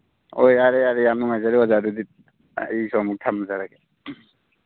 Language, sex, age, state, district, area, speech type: Manipuri, male, 18-30, Manipur, Churachandpur, rural, conversation